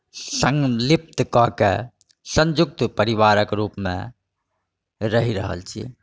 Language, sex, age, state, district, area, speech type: Maithili, male, 45-60, Bihar, Saharsa, rural, spontaneous